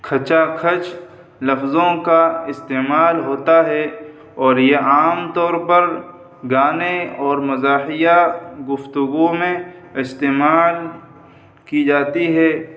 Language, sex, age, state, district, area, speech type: Urdu, male, 30-45, Uttar Pradesh, Muzaffarnagar, urban, spontaneous